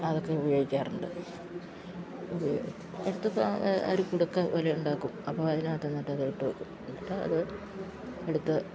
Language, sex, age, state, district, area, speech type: Malayalam, female, 60+, Kerala, Idukki, rural, spontaneous